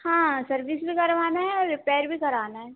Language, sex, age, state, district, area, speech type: Hindi, female, 18-30, Madhya Pradesh, Chhindwara, urban, conversation